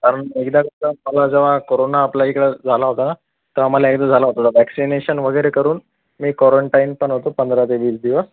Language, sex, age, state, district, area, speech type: Marathi, male, 18-30, Maharashtra, Akola, urban, conversation